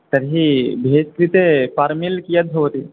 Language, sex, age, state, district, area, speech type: Sanskrit, male, 18-30, West Bengal, South 24 Parganas, rural, conversation